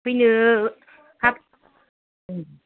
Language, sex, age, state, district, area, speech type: Bodo, female, 45-60, Assam, Kokrajhar, urban, conversation